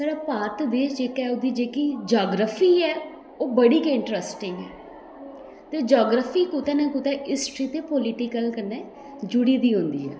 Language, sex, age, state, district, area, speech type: Dogri, female, 30-45, Jammu and Kashmir, Udhampur, rural, spontaneous